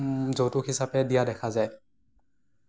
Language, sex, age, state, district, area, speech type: Assamese, male, 18-30, Assam, Morigaon, rural, spontaneous